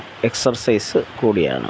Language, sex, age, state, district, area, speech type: Malayalam, male, 45-60, Kerala, Alappuzha, rural, spontaneous